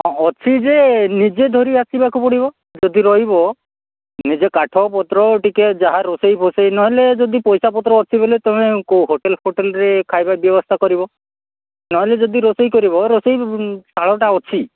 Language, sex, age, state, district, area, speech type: Odia, male, 45-60, Odisha, Nabarangpur, rural, conversation